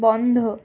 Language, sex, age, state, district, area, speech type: Bengali, female, 60+, West Bengal, Purulia, urban, read